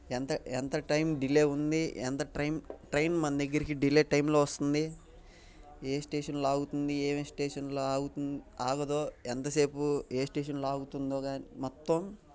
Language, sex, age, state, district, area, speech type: Telugu, male, 18-30, Andhra Pradesh, Bapatla, rural, spontaneous